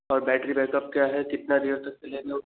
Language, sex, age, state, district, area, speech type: Hindi, male, 18-30, Uttar Pradesh, Bhadohi, rural, conversation